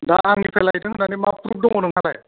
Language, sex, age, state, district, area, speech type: Bodo, male, 30-45, Assam, Udalguri, urban, conversation